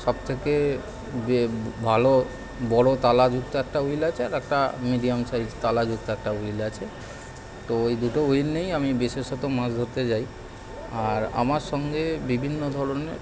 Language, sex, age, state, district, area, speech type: Bengali, male, 30-45, West Bengal, Howrah, urban, spontaneous